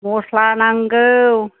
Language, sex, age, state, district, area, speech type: Bodo, female, 60+, Assam, Kokrajhar, rural, conversation